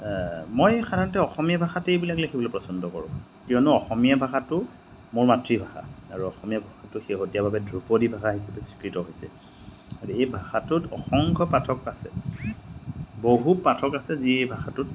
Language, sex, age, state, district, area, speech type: Assamese, male, 30-45, Assam, Majuli, urban, spontaneous